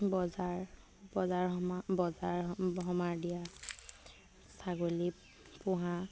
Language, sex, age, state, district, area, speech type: Assamese, female, 18-30, Assam, Dibrugarh, rural, spontaneous